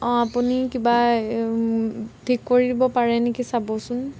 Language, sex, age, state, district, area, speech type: Assamese, female, 18-30, Assam, Golaghat, urban, spontaneous